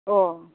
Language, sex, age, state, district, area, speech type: Bodo, female, 60+, Assam, Baksa, rural, conversation